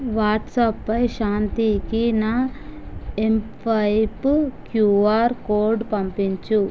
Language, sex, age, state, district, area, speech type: Telugu, female, 18-30, Andhra Pradesh, Visakhapatnam, rural, read